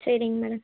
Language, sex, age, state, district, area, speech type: Tamil, female, 18-30, Tamil Nadu, Nilgiris, rural, conversation